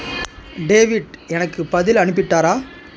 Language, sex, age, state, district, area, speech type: Tamil, male, 30-45, Tamil Nadu, Ariyalur, rural, read